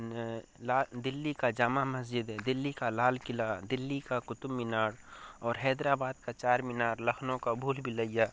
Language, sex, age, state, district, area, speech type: Urdu, male, 18-30, Bihar, Darbhanga, rural, spontaneous